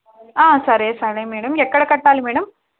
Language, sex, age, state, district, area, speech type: Telugu, female, 18-30, Andhra Pradesh, Krishna, urban, conversation